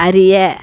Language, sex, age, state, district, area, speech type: Tamil, female, 45-60, Tamil Nadu, Tiruvannamalai, urban, read